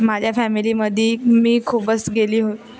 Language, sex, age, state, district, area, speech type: Marathi, female, 30-45, Maharashtra, Wardha, rural, spontaneous